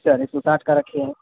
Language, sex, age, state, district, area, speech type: Hindi, male, 18-30, Bihar, Darbhanga, rural, conversation